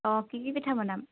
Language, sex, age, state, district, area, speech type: Assamese, female, 30-45, Assam, Lakhimpur, rural, conversation